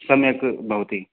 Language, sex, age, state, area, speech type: Sanskrit, male, 18-30, Haryana, rural, conversation